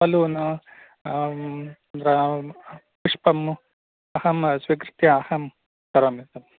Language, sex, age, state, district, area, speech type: Sanskrit, male, 45-60, Karnataka, Udupi, rural, conversation